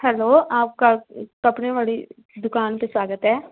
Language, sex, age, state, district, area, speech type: Punjabi, female, 18-30, Punjab, Fazilka, rural, conversation